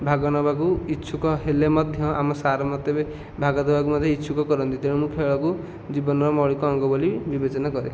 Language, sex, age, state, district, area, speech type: Odia, male, 18-30, Odisha, Nayagarh, rural, spontaneous